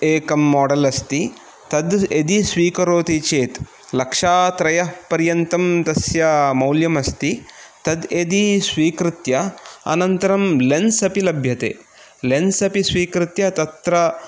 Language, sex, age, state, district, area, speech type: Sanskrit, male, 30-45, Karnataka, Udupi, urban, spontaneous